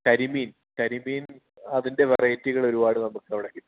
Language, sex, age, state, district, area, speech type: Malayalam, male, 30-45, Kerala, Wayanad, rural, conversation